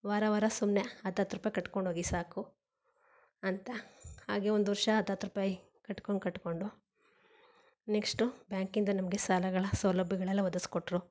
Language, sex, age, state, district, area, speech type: Kannada, female, 45-60, Karnataka, Mandya, rural, spontaneous